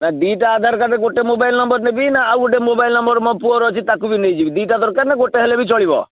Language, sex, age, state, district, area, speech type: Odia, male, 30-45, Odisha, Bhadrak, rural, conversation